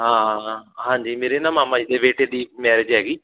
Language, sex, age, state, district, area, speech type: Punjabi, male, 30-45, Punjab, Barnala, rural, conversation